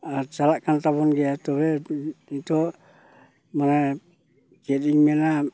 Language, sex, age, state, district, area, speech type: Santali, male, 60+, West Bengal, Purulia, rural, spontaneous